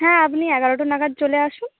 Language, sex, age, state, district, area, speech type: Bengali, female, 30-45, West Bengal, Nadia, urban, conversation